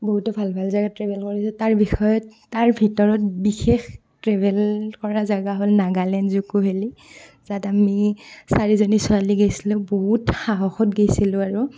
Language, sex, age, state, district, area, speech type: Assamese, female, 18-30, Assam, Barpeta, rural, spontaneous